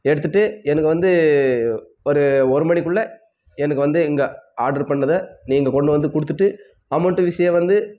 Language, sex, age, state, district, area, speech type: Tamil, male, 18-30, Tamil Nadu, Krishnagiri, rural, spontaneous